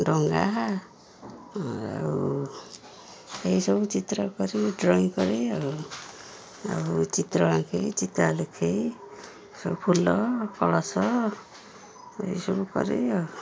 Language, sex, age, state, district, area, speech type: Odia, female, 60+, Odisha, Jagatsinghpur, rural, spontaneous